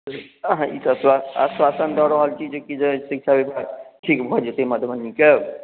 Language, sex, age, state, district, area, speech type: Maithili, male, 45-60, Bihar, Madhubani, urban, conversation